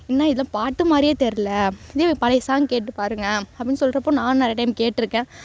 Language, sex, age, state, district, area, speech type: Tamil, female, 18-30, Tamil Nadu, Thanjavur, urban, spontaneous